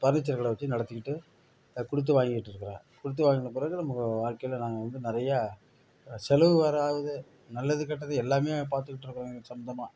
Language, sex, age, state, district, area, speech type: Tamil, male, 60+, Tamil Nadu, Nagapattinam, rural, spontaneous